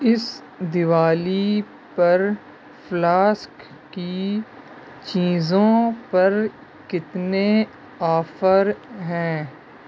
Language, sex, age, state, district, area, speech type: Urdu, male, 18-30, Bihar, Purnia, rural, read